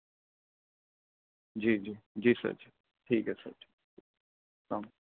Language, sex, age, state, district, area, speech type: Urdu, male, 18-30, Delhi, North East Delhi, urban, conversation